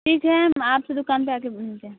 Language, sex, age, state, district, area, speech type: Hindi, female, 18-30, Bihar, Muzaffarpur, rural, conversation